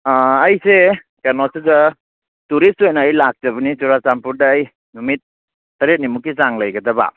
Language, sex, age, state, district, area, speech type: Manipuri, male, 30-45, Manipur, Churachandpur, rural, conversation